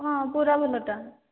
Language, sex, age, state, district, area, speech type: Odia, female, 45-60, Odisha, Boudh, rural, conversation